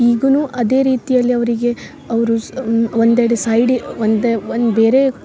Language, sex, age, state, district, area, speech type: Kannada, female, 18-30, Karnataka, Uttara Kannada, rural, spontaneous